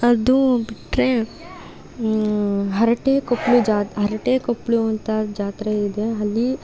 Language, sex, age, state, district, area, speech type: Kannada, female, 18-30, Karnataka, Mandya, rural, spontaneous